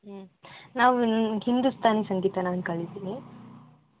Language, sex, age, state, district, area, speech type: Kannada, female, 18-30, Karnataka, Shimoga, rural, conversation